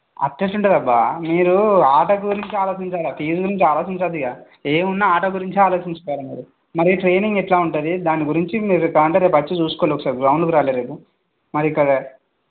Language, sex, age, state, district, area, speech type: Telugu, male, 18-30, Telangana, Yadadri Bhuvanagiri, urban, conversation